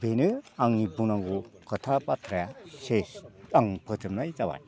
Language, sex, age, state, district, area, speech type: Bodo, male, 60+, Assam, Udalguri, rural, spontaneous